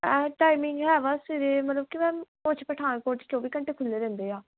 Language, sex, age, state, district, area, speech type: Punjabi, female, 18-30, Punjab, Pathankot, rural, conversation